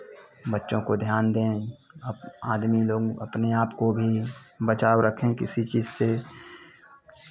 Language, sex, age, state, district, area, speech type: Hindi, male, 30-45, Uttar Pradesh, Chandauli, rural, spontaneous